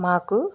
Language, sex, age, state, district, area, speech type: Telugu, female, 45-60, Andhra Pradesh, East Godavari, rural, spontaneous